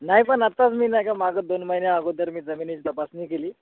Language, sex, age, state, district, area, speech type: Marathi, male, 30-45, Maharashtra, Gadchiroli, rural, conversation